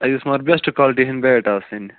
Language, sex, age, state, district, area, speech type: Kashmiri, male, 18-30, Jammu and Kashmir, Bandipora, rural, conversation